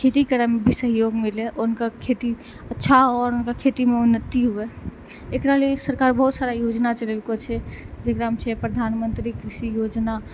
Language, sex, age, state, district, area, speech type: Maithili, female, 18-30, Bihar, Purnia, rural, spontaneous